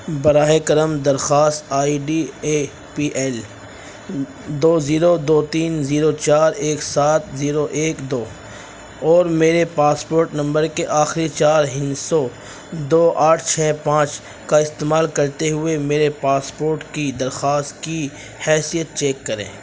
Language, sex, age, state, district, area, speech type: Urdu, male, 18-30, Uttar Pradesh, Ghaziabad, rural, read